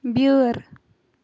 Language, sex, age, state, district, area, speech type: Kashmiri, female, 30-45, Jammu and Kashmir, Baramulla, rural, read